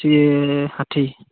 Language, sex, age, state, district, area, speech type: Assamese, male, 18-30, Assam, Charaideo, rural, conversation